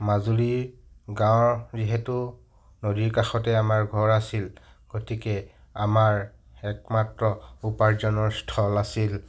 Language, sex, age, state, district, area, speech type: Assamese, male, 60+, Assam, Kamrup Metropolitan, urban, spontaneous